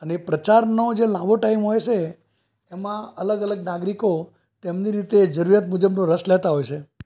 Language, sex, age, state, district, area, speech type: Gujarati, male, 60+, Gujarat, Ahmedabad, urban, spontaneous